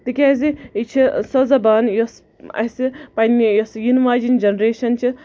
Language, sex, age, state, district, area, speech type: Kashmiri, female, 18-30, Jammu and Kashmir, Budgam, rural, spontaneous